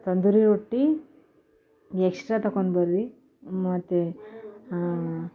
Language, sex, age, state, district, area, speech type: Kannada, female, 45-60, Karnataka, Bidar, urban, spontaneous